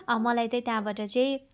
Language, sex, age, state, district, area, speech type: Nepali, female, 18-30, West Bengal, Darjeeling, rural, spontaneous